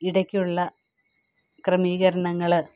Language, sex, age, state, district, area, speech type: Malayalam, female, 45-60, Kerala, Pathanamthitta, rural, spontaneous